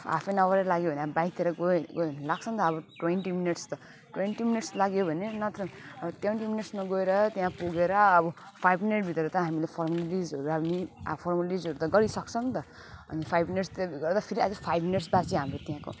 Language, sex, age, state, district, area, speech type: Nepali, female, 30-45, West Bengal, Alipurduar, urban, spontaneous